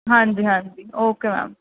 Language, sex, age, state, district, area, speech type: Punjabi, female, 18-30, Punjab, Muktsar, urban, conversation